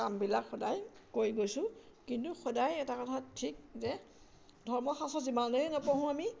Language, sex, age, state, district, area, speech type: Assamese, female, 60+, Assam, Majuli, urban, spontaneous